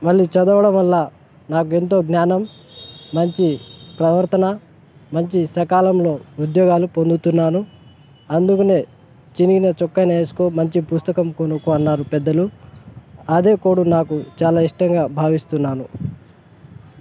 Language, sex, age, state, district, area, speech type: Telugu, male, 18-30, Telangana, Khammam, urban, spontaneous